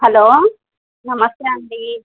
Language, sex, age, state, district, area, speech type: Telugu, female, 45-60, Telangana, Medchal, urban, conversation